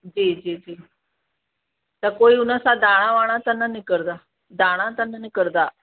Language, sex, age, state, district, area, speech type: Sindhi, female, 45-60, Uttar Pradesh, Lucknow, urban, conversation